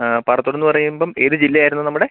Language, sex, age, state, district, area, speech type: Malayalam, male, 30-45, Kerala, Idukki, rural, conversation